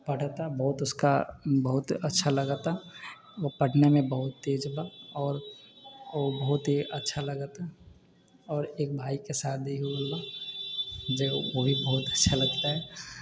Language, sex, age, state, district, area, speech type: Maithili, male, 18-30, Bihar, Sitamarhi, urban, spontaneous